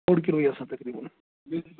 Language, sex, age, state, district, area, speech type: Kashmiri, male, 30-45, Jammu and Kashmir, Bandipora, rural, conversation